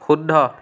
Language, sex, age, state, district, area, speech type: Assamese, male, 30-45, Assam, Biswanath, rural, read